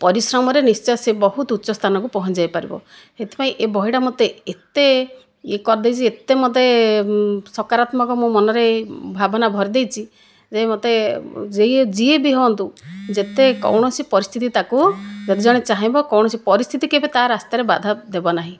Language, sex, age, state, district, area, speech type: Odia, female, 60+, Odisha, Kandhamal, rural, spontaneous